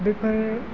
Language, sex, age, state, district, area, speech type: Bodo, male, 30-45, Assam, Chirang, rural, spontaneous